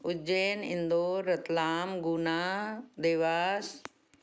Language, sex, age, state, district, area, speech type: Hindi, female, 60+, Madhya Pradesh, Ujjain, urban, spontaneous